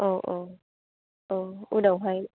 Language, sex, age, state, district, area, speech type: Bodo, female, 30-45, Assam, Chirang, urban, conversation